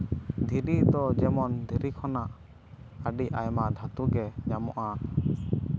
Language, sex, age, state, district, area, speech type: Santali, male, 18-30, West Bengal, Jhargram, rural, spontaneous